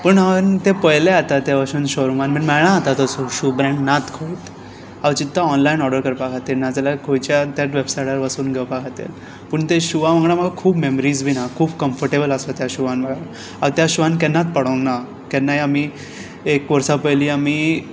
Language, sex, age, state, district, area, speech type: Goan Konkani, male, 18-30, Goa, Tiswadi, rural, spontaneous